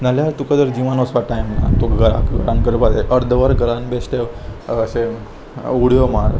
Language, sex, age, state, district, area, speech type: Goan Konkani, male, 18-30, Goa, Salcete, urban, spontaneous